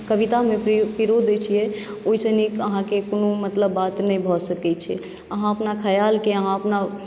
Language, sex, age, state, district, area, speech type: Maithili, female, 30-45, Bihar, Madhubani, rural, spontaneous